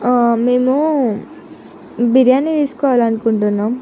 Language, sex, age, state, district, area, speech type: Telugu, female, 45-60, Andhra Pradesh, Visakhapatnam, urban, spontaneous